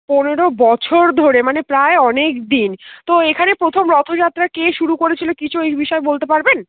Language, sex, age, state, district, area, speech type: Bengali, female, 30-45, West Bengal, Dakshin Dinajpur, urban, conversation